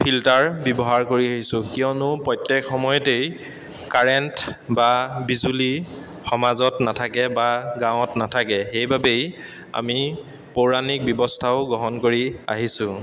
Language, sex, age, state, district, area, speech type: Assamese, male, 30-45, Assam, Dibrugarh, rural, spontaneous